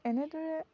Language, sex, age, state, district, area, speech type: Assamese, female, 18-30, Assam, Dibrugarh, rural, spontaneous